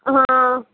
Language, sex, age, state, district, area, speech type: Kannada, female, 30-45, Karnataka, Gadag, rural, conversation